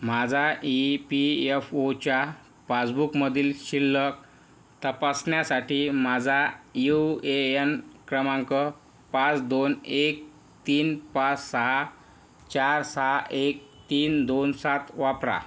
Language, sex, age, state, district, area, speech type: Marathi, male, 18-30, Maharashtra, Yavatmal, rural, read